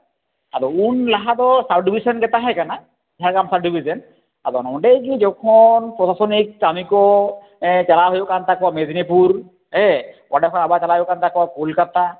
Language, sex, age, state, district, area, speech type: Santali, male, 30-45, West Bengal, Jhargram, rural, conversation